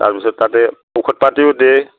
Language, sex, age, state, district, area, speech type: Assamese, male, 60+, Assam, Udalguri, rural, conversation